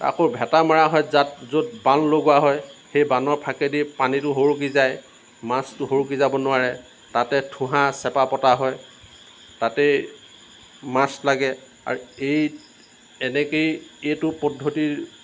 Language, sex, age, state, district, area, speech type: Assamese, male, 45-60, Assam, Lakhimpur, rural, spontaneous